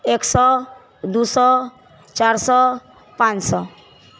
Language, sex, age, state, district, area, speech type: Maithili, female, 45-60, Bihar, Sitamarhi, urban, spontaneous